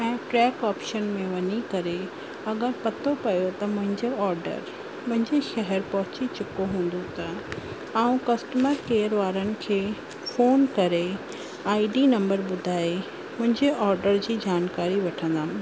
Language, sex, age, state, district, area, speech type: Sindhi, female, 30-45, Rajasthan, Ajmer, urban, spontaneous